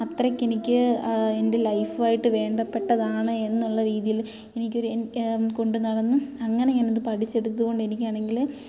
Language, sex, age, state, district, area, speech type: Malayalam, female, 18-30, Kerala, Kottayam, urban, spontaneous